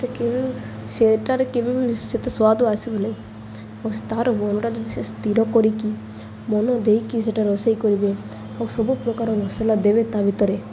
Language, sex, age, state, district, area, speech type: Odia, female, 18-30, Odisha, Malkangiri, urban, spontaneous